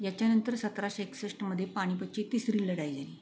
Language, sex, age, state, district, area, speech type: Marathi, female, 45-60, Maharashtra, Satara, urban, spontaneous